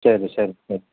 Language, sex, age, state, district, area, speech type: Malayalam, male, 45-60, Kerala, Kottayam, rural, conversation